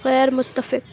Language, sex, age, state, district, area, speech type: Urdu, female, 18-30, Uttar Pradesh, Aligarh, urban, read